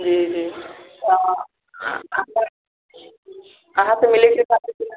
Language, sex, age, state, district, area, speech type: Maithili, male, 18-30, Bihar, Sitamarhi, rural, conversation